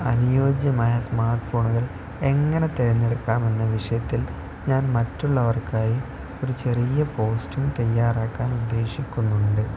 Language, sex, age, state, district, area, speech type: Malayalam, male, 18-30, Kerala, Kozhikode, rural, spontaneous